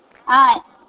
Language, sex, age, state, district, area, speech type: Tamil, female, 30-45, Tamil Nadu, Tirunelveli, urban, conversation